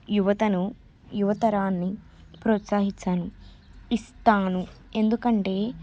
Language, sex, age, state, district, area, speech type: Telugu, female, 18-30, Telangana, Vikarabad, urban, spontaneous